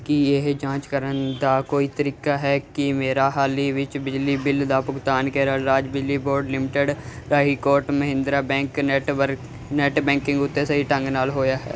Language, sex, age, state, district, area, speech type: Punjabi, male, 18-30, Punjab, Muktsar, urban, read